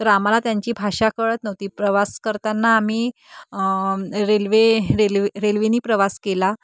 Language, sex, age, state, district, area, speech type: Marathi, female, 30-45, Maharashtra, Nagpur, urban, spontaneous